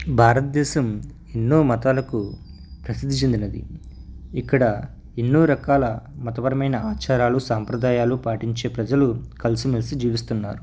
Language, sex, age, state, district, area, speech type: Telugu, male, 30-45, Andhra Pradesh, East Godavari, rural, spontaneous